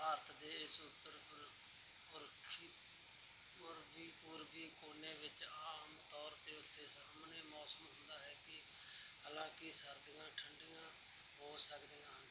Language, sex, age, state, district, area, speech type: Punjabi, male, 30-45, Punjab, Bathinda, urban, read